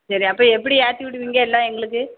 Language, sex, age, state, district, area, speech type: Tamil, female, 45-60, Tamil Nadu, Thoothukudi, urban, conversation